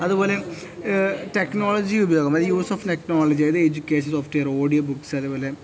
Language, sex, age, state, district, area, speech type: Malayalam, male, 18-30, Kerala, Kozhikode, rural, spontaneous